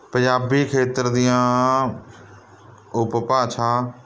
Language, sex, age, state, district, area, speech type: Punjabi, male, 30-45, Punjab, Mohali, rural, spontaneous